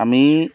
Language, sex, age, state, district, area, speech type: Assamese, male, 45-60, Assam, Golaghat, urban, spontaneous